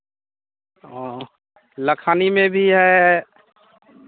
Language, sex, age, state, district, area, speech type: Hindi, male, 30-45, Bihar, Madhepura, rural, conversation